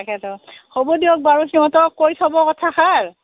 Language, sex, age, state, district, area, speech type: Assamese, female, 60+, Assam, Udalguri, rural, conversation